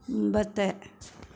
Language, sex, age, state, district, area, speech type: Malayalam, female, 60+, Kerala, Malappuram, rural, read